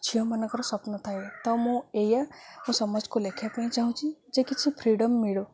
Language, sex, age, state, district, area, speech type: Odia, female, 18-30, Odisha, Sundergarh, urban, spontaneous